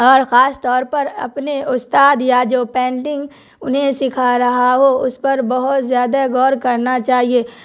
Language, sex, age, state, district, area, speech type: Urdu, female, 18-30, Bihar, Darbhanga, rural, spontaneous